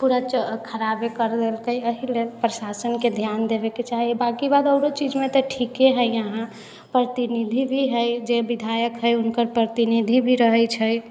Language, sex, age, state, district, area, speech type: Maithili, female, 18-30, Bihar, Sitamarhi, urban, spontaneous